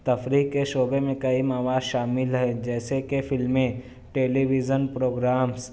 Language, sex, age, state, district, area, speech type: Urdu, male, 60+, Maharashtra, Nashik, urban, spontaneous